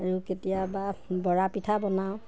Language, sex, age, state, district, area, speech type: Assamese, female, 30-45, Assam, Nagaon, rural, spontaneous